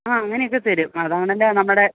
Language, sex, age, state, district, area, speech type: Malayalam, female, 45-60, Kerala, Idukki, rural, conversation